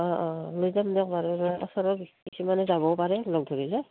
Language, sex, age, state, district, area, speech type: Assamese, female, 45-60, Assam, Udalguri, rural, conversation